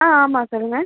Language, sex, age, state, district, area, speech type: Tamil, female, 18-30, Tamil Nadu, Pudukkottai, rural, conversation